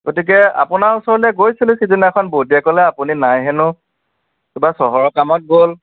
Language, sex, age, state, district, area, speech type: Assamese, male, 18-30, Assam, Nagaon, rural, conversation